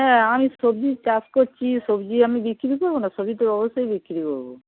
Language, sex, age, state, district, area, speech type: Bengali, female, 60+, West Bengal, Dakshin Dinajpur, rural, conversation